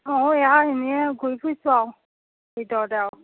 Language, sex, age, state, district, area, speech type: Assamese, female, 30-45, Assam, Jorhat, urban, conversation